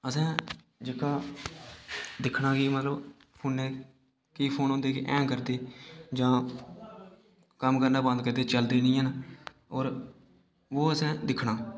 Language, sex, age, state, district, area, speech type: Dogri, male, 18-30, Jammu and Kashmir, Udhampur, rural, spontaneous